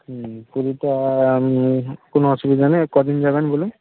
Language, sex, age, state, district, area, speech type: Bengali, male, 60+, West Bengal, Purba Medinipur, rural, conversation